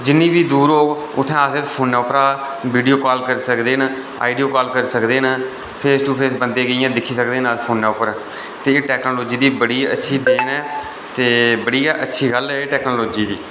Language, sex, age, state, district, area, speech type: Dogri, male, 18-30, Jammu and Kashmir, Reasi, rural, spontaneous